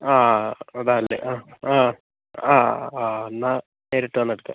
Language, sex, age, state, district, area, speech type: Malayalam, male, 18-30, Kerala, Kozhikode, rural, conversation